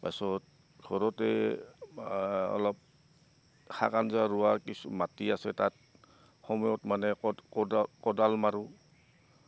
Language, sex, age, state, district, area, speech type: Assamese, male, 60+, Assam, Goalpara, urban, spontaneous